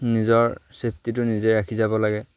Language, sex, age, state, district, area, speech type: Assamese, male, 18-30, Assam, Sivasagar, rural, spontaneous